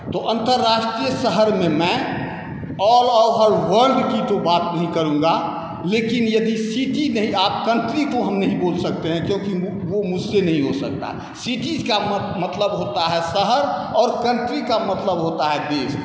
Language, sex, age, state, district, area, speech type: Maithili, male, 45-60, Bihar, Saharsa, rural, spontaneous